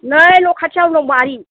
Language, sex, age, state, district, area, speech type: Bodo, female, 60+, Assam, Kokrajhar, rural, conversation